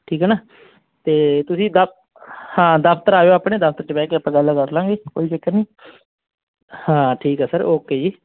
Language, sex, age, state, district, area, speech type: Punjabi, male, 30-45, Punjab, Bathinda, urban, conversation